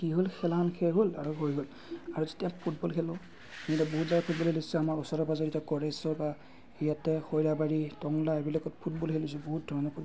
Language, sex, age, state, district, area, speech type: Assamese, male, 30-45, Assam, Darrang, rural, spontaneous